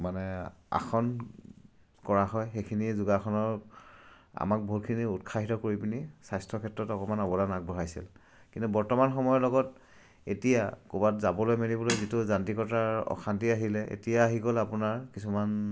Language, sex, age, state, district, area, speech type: Assamese, male, 30-45, Assam, Charaideo, urban, spontaneous